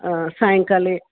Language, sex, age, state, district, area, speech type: Sanskrit, female, 60+, Karnataka, Bangalore Urban, urban, conversation